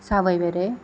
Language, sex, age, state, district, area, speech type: Goan Konkani, female, 18-30, Goa, Ponda, rural, spontaneous